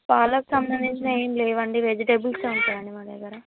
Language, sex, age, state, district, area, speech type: Telugu, female, 18-30, Telangana, Mancherial, rural, conversation